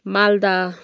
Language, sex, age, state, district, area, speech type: Nepali, female, 30-45, West Bengal, Kalimpong, rural, spontaneous